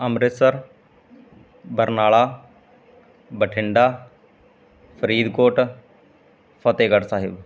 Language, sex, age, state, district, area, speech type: Punjabi, male, 30-45, Punjab, Mansa, rural, spontaneous